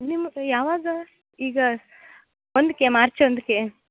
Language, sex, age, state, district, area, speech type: Kannada, female, 30-45, Karnataka, Uttara Kannada, rural, conversation